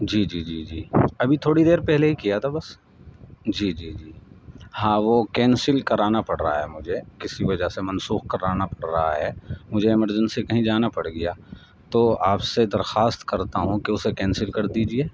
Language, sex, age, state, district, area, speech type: Urdu, male, 30-45, Uttar Pradesh, Saharanpur, urban, spontaneous